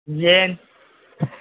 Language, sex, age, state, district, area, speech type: Manipuri, male, 18-30, Manipur, Senapati, rural, conversation